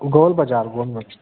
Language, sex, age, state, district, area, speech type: Sindhi, male, 30-45, Madhya Pradesh, Katni, rural, conversation